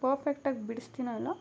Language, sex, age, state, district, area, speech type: Kannada, female, 18-30, Karnataka, Tumkur, rural, spontaneous